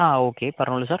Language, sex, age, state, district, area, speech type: Malayalam, male, 30-45, Kerala, Kozhikode, urban, conversation